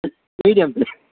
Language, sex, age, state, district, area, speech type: Kannada, male, 30-45, Karnataka, Dakshina Kannada, rural, conversation